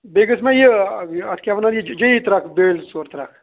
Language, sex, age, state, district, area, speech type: Kashmiri, male, 45-60, Jammu and Kashmir, Budgam, rural, conversation